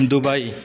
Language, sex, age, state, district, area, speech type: Nepali, male, 18-30, West Bengal, Jalpaiguri, rural, spontaneous